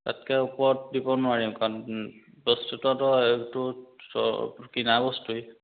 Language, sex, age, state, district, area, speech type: Assamese, male, 30-45, Assam, Majuli, urban, conversation